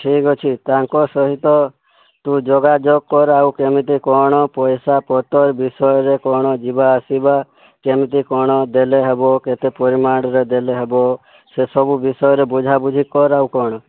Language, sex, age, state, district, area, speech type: Odia, male, 18-30, Odisha, Boudh, rural, conversation